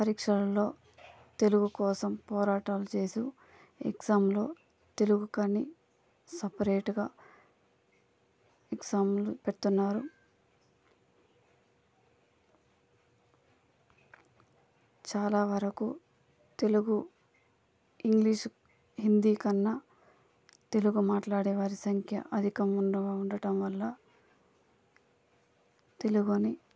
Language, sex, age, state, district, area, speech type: Telugu, female, 30-45, Andhra Pradesh, Sri Balaji, rural, spontaneous